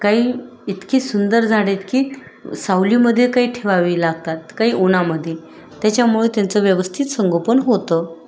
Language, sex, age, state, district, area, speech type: Marathi, female, 30-45, Maharashtra, Osmanabad, rural, spontaneous